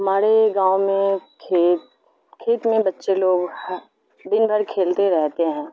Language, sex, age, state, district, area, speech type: Urdu, female, 45-60, Bihar, Supaul, rural, spontaneous